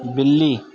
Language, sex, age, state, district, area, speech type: Urdu, male, 30-45, Uttar Pradesh, Ghaziabad, urban, read